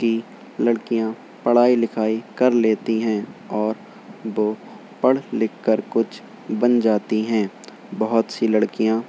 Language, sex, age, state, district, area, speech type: Urdu, male, 18-30, Uttar Pradesh, Shahjahanpur, rural, spontaneous